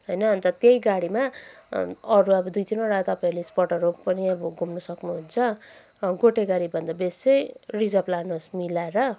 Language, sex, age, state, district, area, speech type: Nepali, female, 18-30, West Bengal, Kalimpong, rural, spontaneous